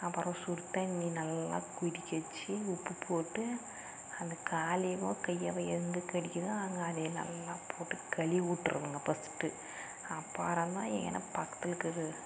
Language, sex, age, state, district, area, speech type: Tamil, female, 60+, Tamil Nadu, Dharmapuri, rural, spontaneous